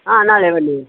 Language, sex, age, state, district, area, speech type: Kannada, male, 45-60, Karnataka, Dakshina Kannada, rural, conversation